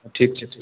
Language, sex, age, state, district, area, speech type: Maithili, male, 30-45, Bihar, Purnia, rural, conversation